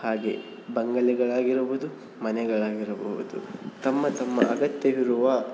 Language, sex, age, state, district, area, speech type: Kannada, male, 18-30, Karnataka, Davanagere, urban, spontaneous